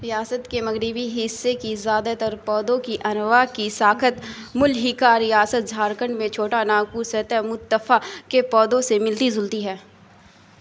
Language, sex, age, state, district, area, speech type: Urdu, female, 18-30, Bihar, Supaul, rural, read